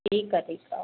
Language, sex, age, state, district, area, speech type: Sindhi, female, 45-60, Gujarat, Kutch, urban, conversation